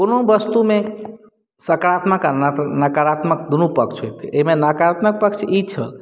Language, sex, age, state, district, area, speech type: Maithili, male, 30-45, Bihar, Madhubani, rural, spontaneous